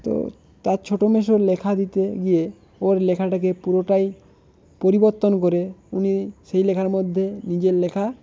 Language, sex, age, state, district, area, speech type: Bengali, male, 18-30, West Bengal, Jhargram, rural, spontaneous